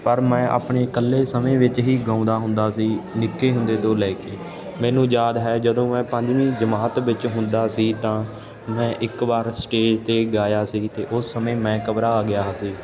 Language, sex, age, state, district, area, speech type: Punjabi, male, 18-30, Punjab, Ludhiana, rural, spontaneous